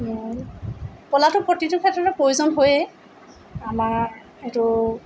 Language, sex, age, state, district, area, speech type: Assamese, female, 45-60, Assam, Tinsukia, rural, spontaneous